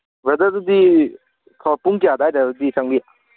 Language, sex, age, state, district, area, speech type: Manipuri, male, 18-30, Manipur, Kangpokpi, urban, conversation